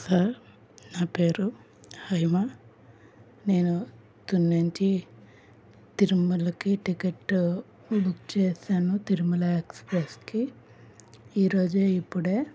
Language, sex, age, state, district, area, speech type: Telugu, female, 18-30, Andhra Pradesh, Anakapalli, rural, spontaneous